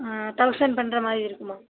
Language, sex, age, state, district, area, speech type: Tamil, female, 45-60, Tamil Nadu, Tiruvarur, rural, conversation